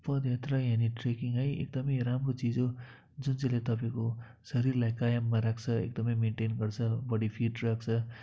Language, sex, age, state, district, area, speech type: Nepali, male, 18-30, West Bengal, Kalimpong, rural, spontaneous